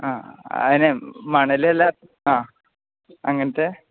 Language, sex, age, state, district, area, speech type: Malayalam, male, 18-30, Kerala, Malappuram, rural, conversation